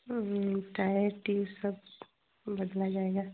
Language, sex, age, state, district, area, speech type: Hindi, female, 30-45, Uttar Pradesh, Chandauli, urban, conversation